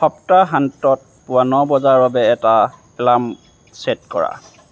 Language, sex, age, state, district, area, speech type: Assamese, male, 30-45, Assam, Lakhimpur, rural, read